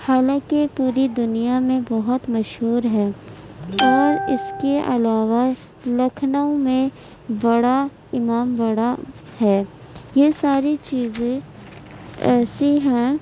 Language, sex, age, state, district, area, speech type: Urdu, female, 18-30, Uttar Pradesh, Gautam Buddha Nagar, rural, spontaneous